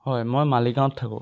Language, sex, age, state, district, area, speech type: Assamese, male, 18-30, Assam, Sonitpur, rural, spontaneous